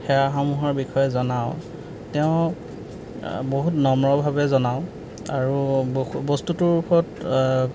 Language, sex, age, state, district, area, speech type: Assamese, male, 30-45, Assam, Golaghat, rural, spontaneous